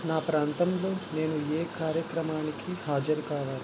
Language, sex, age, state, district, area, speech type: Telugu, male, 18-30, Andhra Pradesh, West Godavari, rural, read